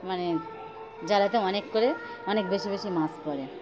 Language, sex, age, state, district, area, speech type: Bengali, female, 60+, West Bengal, Birbhum, urban, spontaneous